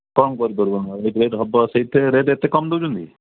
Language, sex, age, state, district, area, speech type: Odia, male, 60+, Odisha, Gajapati, rural, conversation